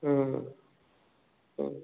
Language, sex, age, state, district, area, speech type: Kannada, female, 60+, Karnataka, Gulbarga, urban, conversation